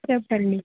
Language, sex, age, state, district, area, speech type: Telugu, female, 18-30, Andhra Pradesh, East Godavari, rural, conversation